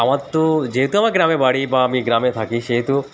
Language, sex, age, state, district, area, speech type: Bengali, male, 30-45, West Bengal, Dakshin Dinajpur, urban, spontaneous